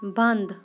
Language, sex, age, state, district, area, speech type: Kashmiri, female, 30-45, Jammu and Kashmir, Kulgam, rural, read